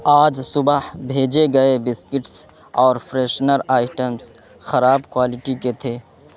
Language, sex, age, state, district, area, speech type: Urdu, male, 18-30, Uttar Pradesh, Saharanpur, urban, read